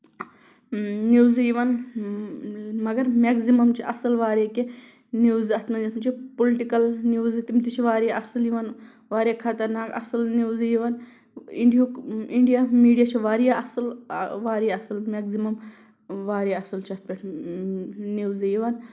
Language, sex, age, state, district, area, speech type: Kashmiri, female, 30-45, Jammu and Kashmir, Shopian, urban, spontaneous